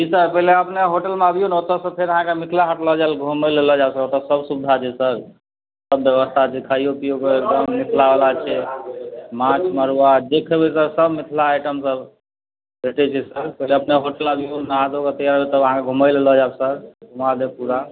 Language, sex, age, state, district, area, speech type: Maithili, male, 45-60, Bihar, Madhubani, rural, conversation